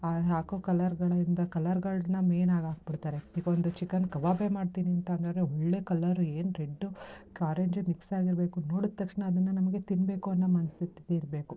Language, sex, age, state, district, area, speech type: Kannada, female, 30-45, Karnataka, Mysore, rural, spontaneous